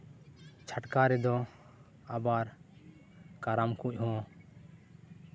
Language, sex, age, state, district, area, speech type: Santali, male, 30-45, West Bengal, Purba Bardhaman, rural, spontaneous